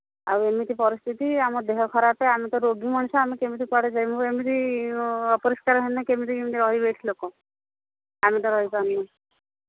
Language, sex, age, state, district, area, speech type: Odia, female, 45-60, Odisha, Angul, rural, conversation